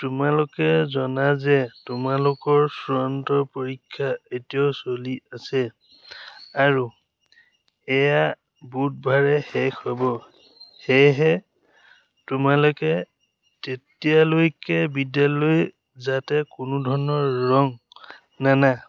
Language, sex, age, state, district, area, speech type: Assamese, male, 30-45, Assam, Dhemaji, rural, read